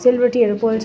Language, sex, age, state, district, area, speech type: Nepali, female, 18-30, West Bengal, Darjeeling, rural, spontaneous